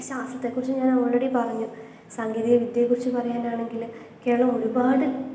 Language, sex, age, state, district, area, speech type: Malayalam, female, 18-30, Kerala, Pathanamthitta, urban, spontaneous